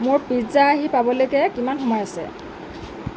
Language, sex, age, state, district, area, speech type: Assamese, female, 45-60, Assam, Lakhimpur, rural, read